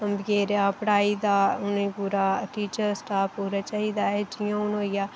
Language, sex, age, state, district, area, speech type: Dogri, female, 18-30, Jammu and Kashmir, Reasi, rural, spontaneous